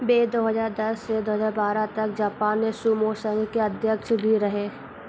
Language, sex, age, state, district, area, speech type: Hindi, female, 18-30, Madhya Pradesh, Harda, urban, read